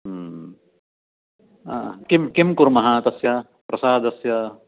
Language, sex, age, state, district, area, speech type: Sanskrit, male, 60+, Karnataka, Dakshina Kannada, rural, conversation